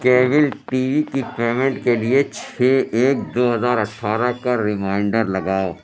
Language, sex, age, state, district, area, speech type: Urdu, male, 60+, Uttar Pradesh, Lucknow, urban, read